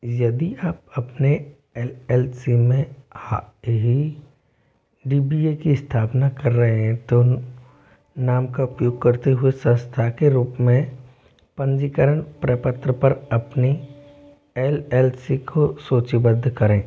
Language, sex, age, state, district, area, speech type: Hindi, male, 18-30, Rajasthan, Jaipur, urban, read